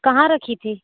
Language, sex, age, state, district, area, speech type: Hindi, female, 18-30, Uttar Pradesh, Azamgarh, rural, conversation